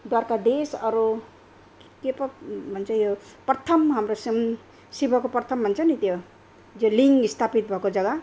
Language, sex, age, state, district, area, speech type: Nepali, female, 60+, Assam, Sonitpur, rural, spontaneous